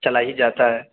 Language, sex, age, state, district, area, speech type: Urdu, male, 18-30, Delhi, North West Delhi, urban, conversation